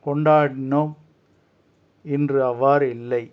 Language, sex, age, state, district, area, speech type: Tamil, male, 45-60, Tamil Nadu, Tiruppur, rural, spontaneous